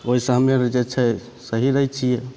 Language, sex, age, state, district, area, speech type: Maithili, male, 30-45, Bihar, Begusarai, rural, spontaneous